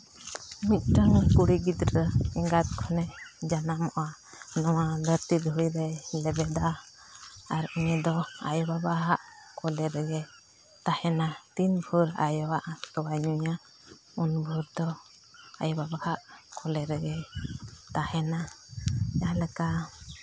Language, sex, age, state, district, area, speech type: Santali, female, 30-45, Jharkhand, Seraikela Kharsawan, rural, spontaneous